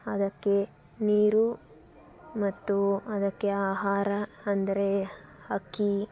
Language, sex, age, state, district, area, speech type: Kannada, female, 18-30, Karnataka, Tumkur, urban, spontaneous